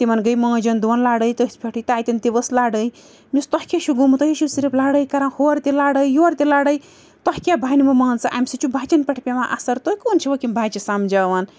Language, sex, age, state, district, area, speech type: Kashmiri, female, 30-45, Jammu and Kashmir, Srinagar, urban, spontaneous